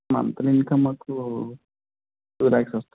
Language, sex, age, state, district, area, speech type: Telugu, female, 30-45, Andhra Pradesh, Konaseema, urban, conversation